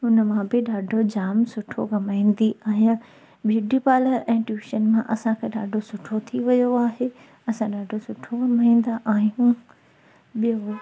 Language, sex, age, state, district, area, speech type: Sindhi, female, 18-30, Gujarat, Junagadh, rural, spontaneous